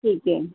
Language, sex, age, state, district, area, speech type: Urdu, female, 45-60, Delhi, North East Delhi, urban, conversation